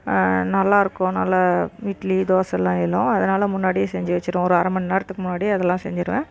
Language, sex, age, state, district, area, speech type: Tamil, female, 30-45, Tamil Nadu, Dharmapuri, rural, spontaneous